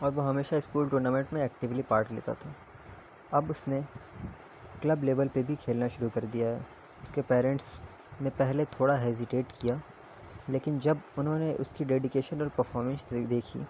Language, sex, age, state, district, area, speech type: Urdu, male, 18-30, Delhi, North East Delhi, urban, spontaneous